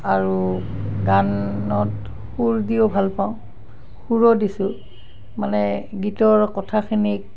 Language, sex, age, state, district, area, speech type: Assamese, female, 60+, Assam, Barpeta, rural, spontaneous